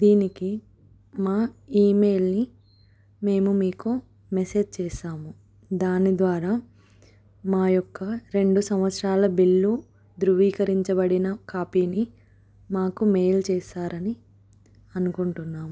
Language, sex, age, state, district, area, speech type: Telugu, female, 18-30, Telangana, Adilabad, urban, spontaneous